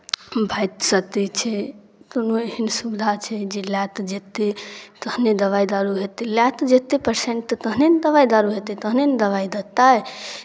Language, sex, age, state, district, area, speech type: Maithili, female, 18-30, Bihar, Darbhanga, rural, spontaneous